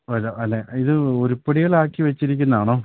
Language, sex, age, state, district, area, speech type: Malayalam, male, 30-45, Kerala, Idukki, rural, conversation